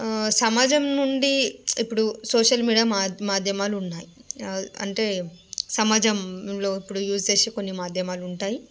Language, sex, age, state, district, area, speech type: Telugu, female, 30-45, Telangana, Hyderabad, rural, spontaneous